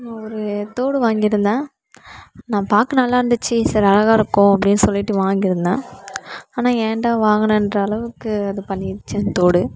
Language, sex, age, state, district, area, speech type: Tamil, female, 18-30, Tamil Nadu, Kallakurichi, urban, spontaneous